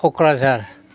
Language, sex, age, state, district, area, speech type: Bodo, male, 60+, Assam, Chirang, rural, spontaneous